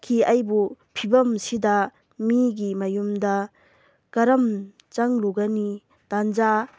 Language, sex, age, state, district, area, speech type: Manipuri, female, 30-45, Manipur, Tengnoupal, rural, spontaneous